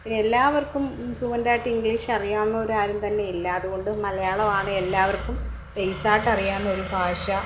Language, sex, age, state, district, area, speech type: Malayalam, female, 18-30, Kerala, Palakkad, rural, spontaneous